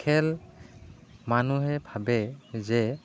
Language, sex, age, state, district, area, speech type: Assamese, male, 30-45, Assam, Udalguri, rural, spontaneous